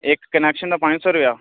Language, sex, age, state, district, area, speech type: Dogri, male, 30-45, Jammu and Kashmir, Udhampur, urban, conversation